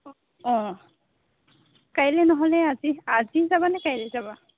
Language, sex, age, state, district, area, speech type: Assamese, female, 30-45, Assam, Nagaon, rural, conversation